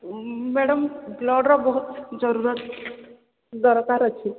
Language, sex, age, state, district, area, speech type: Odia, female, 18-30, Odisha, Sambalpur, rural, conversation